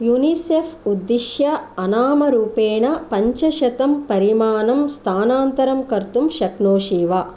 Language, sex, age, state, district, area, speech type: Sanskrit, female, 45-60, Andhra Pradesh, Guntur, urban, read